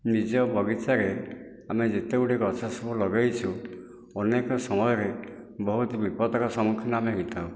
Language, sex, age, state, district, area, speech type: Odia, male, 60+, Odisha, Nayagarh, rural, spontaneous